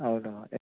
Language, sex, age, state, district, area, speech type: Telugu, male, 30-45, Telangana, Mancherial, rural, conversation